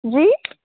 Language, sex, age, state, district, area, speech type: Urdu, female, 45-60, Uttar Pradesh, Lucknow, rural, conversation